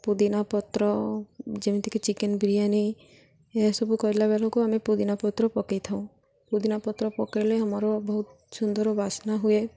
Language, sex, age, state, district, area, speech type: Odia, female, 18-30, Odisha, Malkangiri, urban, spontaneous